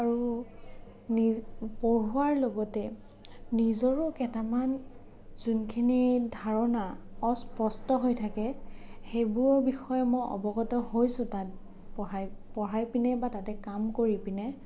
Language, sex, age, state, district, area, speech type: Assamese, female, 18-30, Assam, Sonitpur, urban, spontaneous